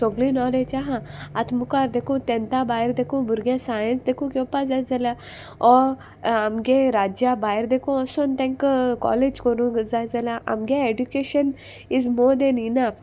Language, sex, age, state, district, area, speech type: Goan Konkani, female, 18-30, Goa, Salcete, rural, spontaneous